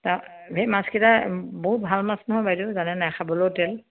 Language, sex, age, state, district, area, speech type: Assamese, female, 60+, Assam, Dhemaji, rural, conversation